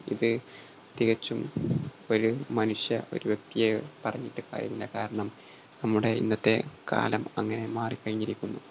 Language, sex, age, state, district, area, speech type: Malayalam, male, 18-30, Kerala, Malappuram, rural, spontaneous